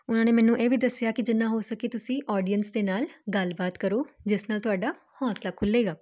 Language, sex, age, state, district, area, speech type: Punjabi, female, 18-30, Punjab, Jalandhar, urban, spontaneous